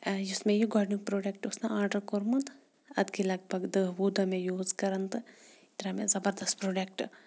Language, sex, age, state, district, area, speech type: Kashmiri, female, 30-45, Jammu and Kashmir, Shopian, urban, spontaneous